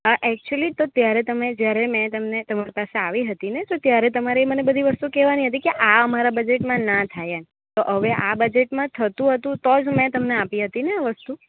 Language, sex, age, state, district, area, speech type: Gujarati, female, 18-30, Gujarat, Valsad, rural, conversation